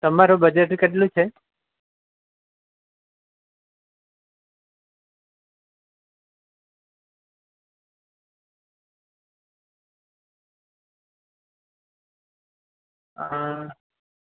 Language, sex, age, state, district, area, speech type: Gujarati, male, 18-30, Gujarat, Surat, urban, conversation